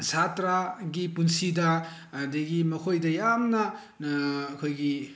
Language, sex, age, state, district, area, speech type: Manipuri, male, 18-30, Manipur, Bishnupur, rural, spontaneous